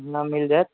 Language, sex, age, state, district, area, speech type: Maithili, female, 30-45, Bihar, Purnia, rural, conversation